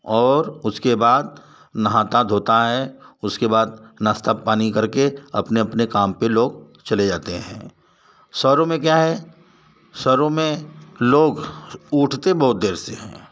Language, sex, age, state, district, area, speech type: Hindi, male, 45-60, Uttar Pradesh, Varanasi, rural, spontaneous